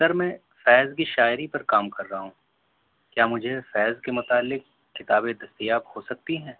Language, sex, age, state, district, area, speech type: Urdu, male, 18-30, Delhi, North East Delhi, urban, conversation